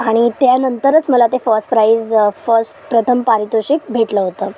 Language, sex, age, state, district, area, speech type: Marathi, female, 18-30, Maharashtra, Solapur, urban, spontaneous